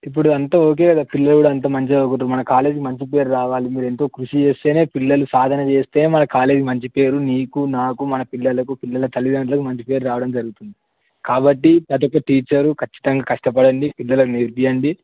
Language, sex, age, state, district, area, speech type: Telugu, male, 18-30, Telangana, Yadadri Bhuvanagiri, urban, conversation